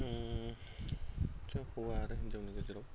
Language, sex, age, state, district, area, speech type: Bodo, male, 30-45, Assam, Goalpara, rural, spontaneous